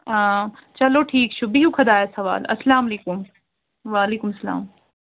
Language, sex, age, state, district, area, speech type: Kashmiri, female, 30-45, Jammu and Kashmir, Srinagar, urban, conversation